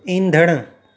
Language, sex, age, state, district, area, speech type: Sindhi, male, 30-45, Gujarat, Surat, urban, read